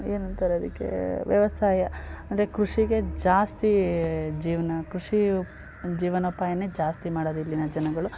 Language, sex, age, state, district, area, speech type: Kannada, female, 30-45, Karnataka, Chikkamagaluru, rural, spontaneous